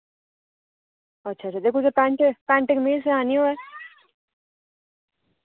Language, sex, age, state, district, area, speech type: Dogri, female, 30-45, Jammu and Kashmir, Udhampur, urban, conversation